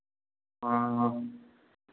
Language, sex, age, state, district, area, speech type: Hindi, male, 30-45, Uttar Pradesh, Lucknow, rural, conversation